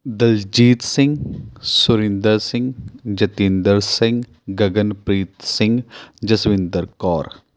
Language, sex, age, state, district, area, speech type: Punjabi, male, 30-45, Punjab, Mohali, urban, spontaneous